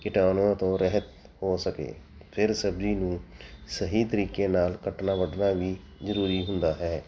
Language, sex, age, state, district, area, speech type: Punjabi, male, 45-60, Punjab, Tarn Taran, urban, spontaneous